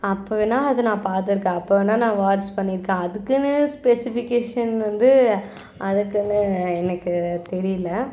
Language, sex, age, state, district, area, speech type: Tamil, female, 18-30, Tamil Nadu, Ranipet, urban, spontaneous